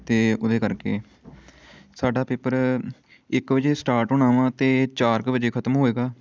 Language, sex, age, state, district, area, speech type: Punjabi, male, 18-30, Punjab, Amritsar, urban, spontaneous